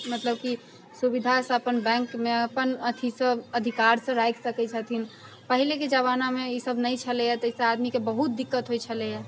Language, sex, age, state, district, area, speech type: Maithili, female, 30-45, Bihar, Sitamarhi, rural, spontaneous